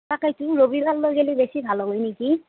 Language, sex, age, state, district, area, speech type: Assamese, female, 30-45, Assam, Darrang, rural, conversation